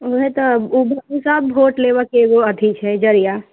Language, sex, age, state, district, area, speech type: Maithili, female, 30-45, Bihar, Sitamarhi, urban, conversation